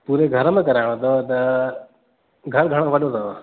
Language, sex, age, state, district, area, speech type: Sindhi, male, 30-45, Madhya Pradesh, Katni, rural, conversation